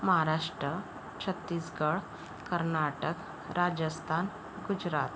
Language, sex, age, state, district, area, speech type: Marathi, female, 18-30, Maharashtra, Yavatmal, rural, spontaneous